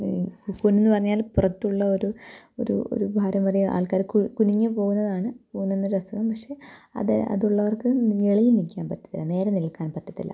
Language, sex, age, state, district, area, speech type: Malayalam, female, 18-30, Kerala, Pathanamthitta, rural, spontaneous